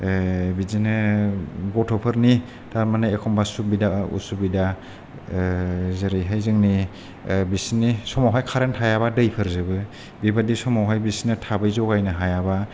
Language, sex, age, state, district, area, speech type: Bodo, male, 30-45, Assam, Kokrajhar, rural, spontaneous